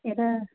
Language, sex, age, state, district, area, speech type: Kannada, female, 30-45, Karnataka, Chitradurga, rural, conversation